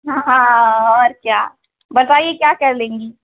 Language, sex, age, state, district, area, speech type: Hindi, female, 18-30, Uttar Pradesh, Ghazipur, urban, conversation